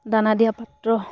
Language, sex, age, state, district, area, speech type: Assamese, female, 30-45, Assam, Charaideo, rural, spontaneous